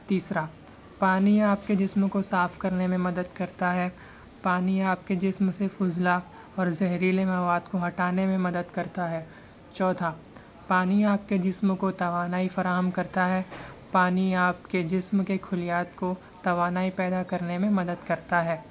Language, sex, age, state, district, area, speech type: Urdu, male, 60+, Maharashtra, Nashik, urban, spontaneous